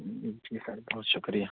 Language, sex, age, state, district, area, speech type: Urdu, male, 60+, Uttar Pradesh, Lucknow, urban, conversation